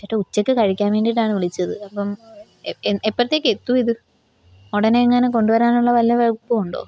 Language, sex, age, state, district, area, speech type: Malayalam, female, 18-30, Kerala, Pathanamthitta, urban, spontaneous